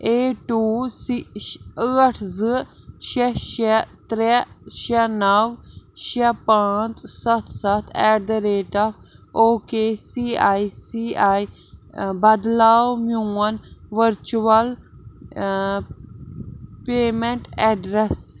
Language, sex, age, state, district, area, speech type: Kashmiri, female, 30-45, Jammu and Kashmir, Srinagar, urban, read